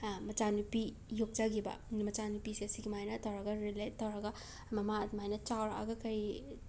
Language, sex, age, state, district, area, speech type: Manipuri, female, 18-30, Manipur, Imphal West, rural, spontaneous